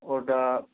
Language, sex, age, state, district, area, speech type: Bengali, male, 18-30, West Bengal, Uttar Dinajpur, urban, conversation